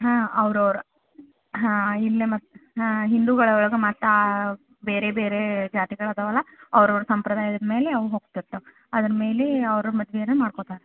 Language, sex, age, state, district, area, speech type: Kannada, female, 30-45, Karnataka, Gadag, rural, conversation